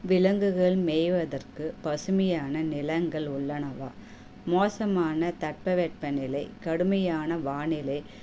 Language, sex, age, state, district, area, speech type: Tamil, female, 30-45, Tamil Nadu, Tirupattur, rural, spontaneous